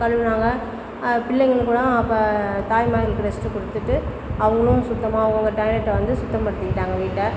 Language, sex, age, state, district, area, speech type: Tamil, female, 60+, Tamil Nadu, Perambalur, rural, spontaneous